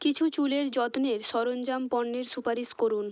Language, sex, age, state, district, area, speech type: Bengali, female, 18-30, West Bengal, Hooghly, urban, read